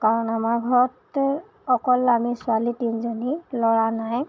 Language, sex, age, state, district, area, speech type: Assamese, female, 18-30, Assam, Lakhimpur, rural, spontaneous